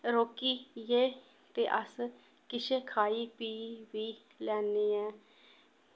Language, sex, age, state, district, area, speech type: Dogri, female, 30-45, Jammu and Kashmir, Samba, urban, spontaneous